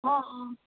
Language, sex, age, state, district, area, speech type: Assamese, female, 18-30, Assam, Dibrugarh, rural, conversation